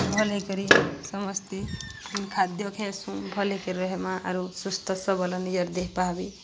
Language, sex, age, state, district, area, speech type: Odia, female, 45-60, Odisha, Balangir, urban, spontaneous